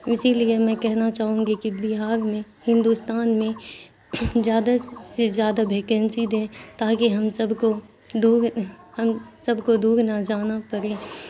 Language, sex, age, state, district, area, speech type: Urdu, female, 18-30, Bihar, Khagaria, urban, spontaneous